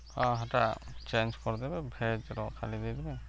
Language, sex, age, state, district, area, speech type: Odia, male, 30-45, Odisha, Subarnapur, urban, spontaneous